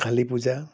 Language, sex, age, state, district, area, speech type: Assamese, male, 60+, Assam, Udalguri, urban, spontaneous